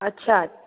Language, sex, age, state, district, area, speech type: Sindhi, female, 45-60, Maharashtra, Thane, urban, conversation